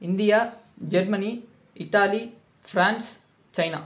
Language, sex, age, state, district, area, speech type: Tamil, male, 30-45, Tamil Nadu, Cuddalore, urban, spontaneous